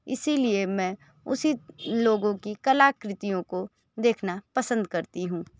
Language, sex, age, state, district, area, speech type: Hindi, female, 45-60, Uttar Pradesh, Sonbhadra, rural, spontaneous